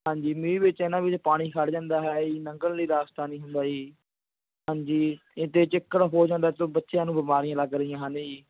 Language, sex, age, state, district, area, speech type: Punjabi, male, 30-45, Punjab, Barnala, rural, conversation